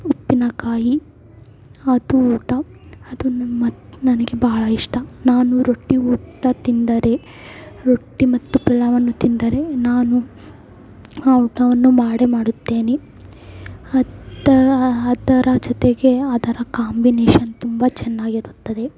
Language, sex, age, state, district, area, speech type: Kannada, female, 18-30, Karnataka, Davanagere, rural, spontaneous